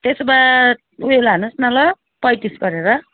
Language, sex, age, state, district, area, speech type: Nepali, female, 45-60, West Bengal, Darjeeling, rural, conversation